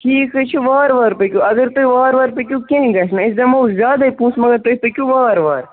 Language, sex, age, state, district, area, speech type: Kashmiri, male, 30-45, Jammu and Kashmir, Kupwara, rural, conversation